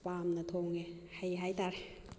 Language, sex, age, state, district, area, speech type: Manipuri, female, 30-45, Manipur, Kakching, rural, spontaneous